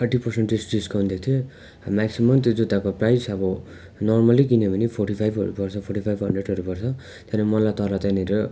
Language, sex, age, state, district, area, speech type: Nepali, male, 18-30, West Bengal, Darjeeling, rural, spontaneous